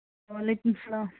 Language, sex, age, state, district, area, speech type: Kashmiri, female, 45-60, Jammu and Kashmir, Ganderbal, rural, conversation